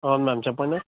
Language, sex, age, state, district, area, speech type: Telugu, male, 30-45, Telangana, Vikarabad, urban, conversation